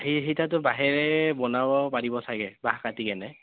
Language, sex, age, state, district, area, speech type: Assamese, male, 18-30, Assam, Goalpara, urban, conversation